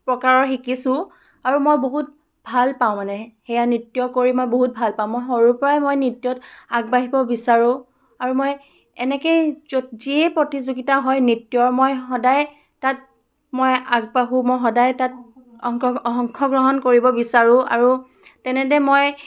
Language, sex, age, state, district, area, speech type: Assamese, female, 18-30, Assam, Charaideo, urban, spontaneous